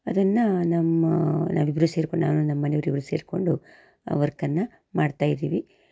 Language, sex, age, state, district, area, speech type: Kannada, female, 45-60, Karnataka, Shimoga, rural, spontaneous